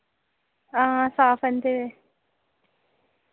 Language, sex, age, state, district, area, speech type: Dogri, female, 18-30, Jammu and Kashmir, Reasi, rural, conversation